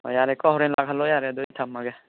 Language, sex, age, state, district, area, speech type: Manipuri, male, 18-30, Manipur, Tengnoupal, rural, conversation